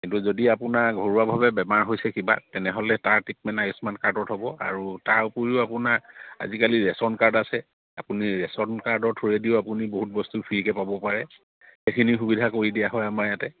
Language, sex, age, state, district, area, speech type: Assamese, male, 45-60, Assam, Charaideo, rural, conversation